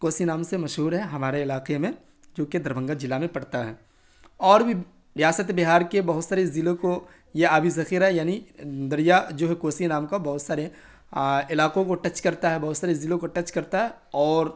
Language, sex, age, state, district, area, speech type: Urdu, male, 30-45, Bihar, Darbhanga, rural, spontaneous